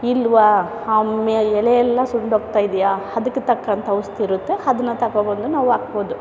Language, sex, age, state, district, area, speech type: Kannada, female, 45-60, Karnataka, Chamarajanagar, rural, spontaneous